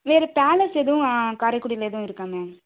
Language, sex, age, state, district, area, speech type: Tamil, female, 18-30, Tamil Nadu, Sivaganga, rural, conversation